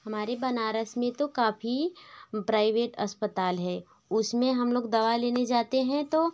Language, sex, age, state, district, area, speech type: Hindi, female, 18-30, Uttar Pradesh, Varanasi, rural, spontaneous